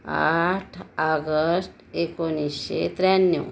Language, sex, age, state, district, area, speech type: Marathi, female, 30-45, Maharashtra, Amravati, urban, spontaneous